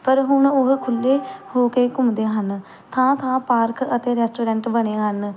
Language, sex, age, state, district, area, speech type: Punjabi, female, 18-30, Punjab, Pathankot, rural, spontaneous